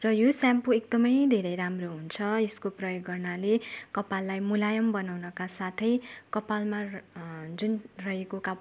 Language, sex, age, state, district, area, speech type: Nepali, female, 18-30, West Bengal, Darjeeling, rural, spontaneous